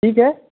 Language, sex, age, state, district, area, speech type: Hindi, male, 18-30, Madhya Pradesh, Gwalior, urban, conversation